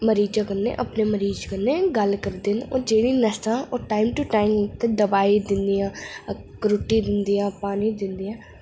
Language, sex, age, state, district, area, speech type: Dogri, female, 18-30, Jammu and Kashmir, Reasi, urban, spontaneous